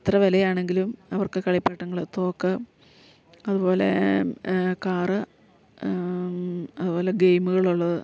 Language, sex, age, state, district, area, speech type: Malayalam, female, 45-60, Kerala, Idukki, rural, spontaneous